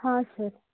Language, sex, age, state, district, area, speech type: Kannada, female, 18-30, Karnataka, Shimoga, urban, conversation